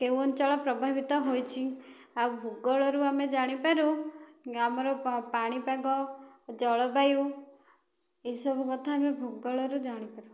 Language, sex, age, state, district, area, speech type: Odia, female, 18-30, Odisha, Dhenkanal, rural, spontaneous